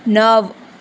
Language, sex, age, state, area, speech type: Gujarati, female, 18-30, Gujarat, rural, read